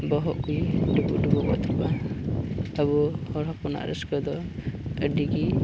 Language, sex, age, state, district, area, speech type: Santali, male, 18-30, Jharkhand, Pakur, rural, spontaneous